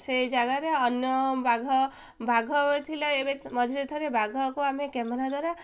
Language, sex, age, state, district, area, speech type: Odia, female, 18-30, Odisha, Ganjam, urban, spontaneous